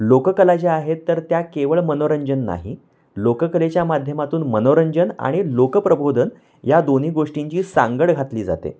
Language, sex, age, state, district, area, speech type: Marathi, male, 30-45, Maharashtra, Kolhapur, urban, spontaneous